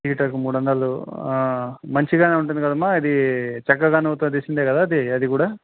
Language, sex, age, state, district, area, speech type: Telugu, male, 30-45, Andhra Pradesh, Kadapa, urban, conversation